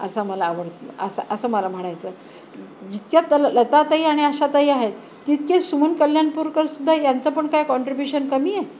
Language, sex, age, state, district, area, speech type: Marathi, female, 60+, Maharashtra, Nanded, urban, spontaneous